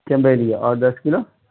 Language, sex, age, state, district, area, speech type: Urdu, male, 18-30, Bihar, Purnia, rural, conversation